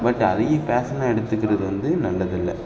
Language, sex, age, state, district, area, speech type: Tamil, male, 18-30, Tamil Nadu, Perambalur, rural, spontaneous